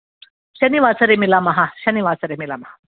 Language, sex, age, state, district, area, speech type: Sanskrit, female, 60+, Karnataka, Dakshina Kannada, urban, conversation